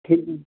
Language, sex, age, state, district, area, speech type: Hindi, male, 60+, Madhya Pradesh, Gwalior, rural, conversation